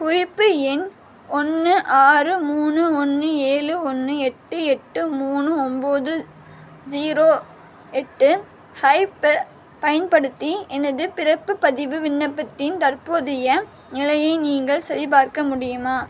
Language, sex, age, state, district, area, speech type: Tamil, female, 18-30, Tamil Nadu, Vellore, urban, read